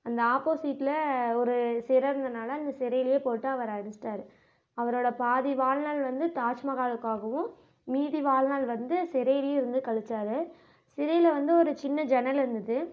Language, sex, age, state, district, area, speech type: Tamil, female, 18-30, Tamil Nadu, Namakkal, rural, spontaneous